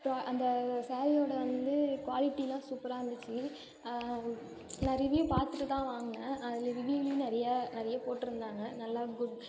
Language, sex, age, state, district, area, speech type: Tamil, female, 18-30, Tamil Nadu, Thanjavur, urban, spontaneous